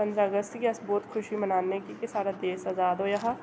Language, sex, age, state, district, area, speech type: Dogri, female, 18-30, Jammu and Kashmir, Udhampur, rural, spontaneous